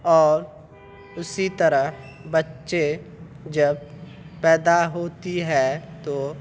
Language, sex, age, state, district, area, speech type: Urdu, male, 18-30, Bihar, Purnia, rural, spontaneous